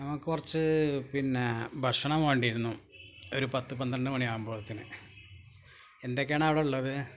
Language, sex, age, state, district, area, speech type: Malayalam, male, 45-60, Kerala, Malappuram, rural, spontaneous